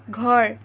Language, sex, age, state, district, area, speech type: Assamese, female, 18-30, Assam, Lakhimpur, urban, read